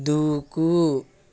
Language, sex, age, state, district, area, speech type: Telugu, male, 30-45, Andhra Pradesh, Eluru, rural, read